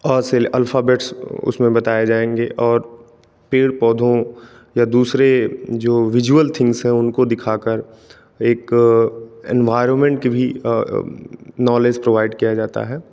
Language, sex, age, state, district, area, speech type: Hindi, male, 18-30, Delhi, New Delhi, urban, spontaneous